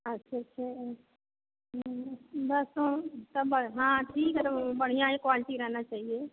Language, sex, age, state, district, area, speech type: Hindi, female, 60+, Uttar Pradesh, Azamgarh, urban, conversation